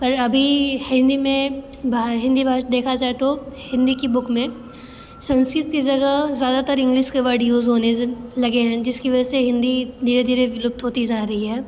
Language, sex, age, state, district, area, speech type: Hindi, female, 18-30, Uttar Pradesh, Bhadohi, rural, spontaneous